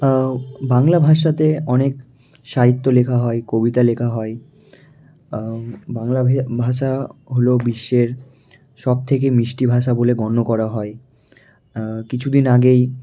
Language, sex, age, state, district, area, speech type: Bengali, male, 18-30, West Bengal, Malda, rural, spontaneous